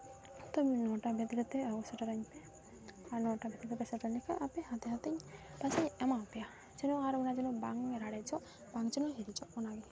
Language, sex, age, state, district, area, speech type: Santali, female, 18-30, West Bengal, Malda, rural, spontaneous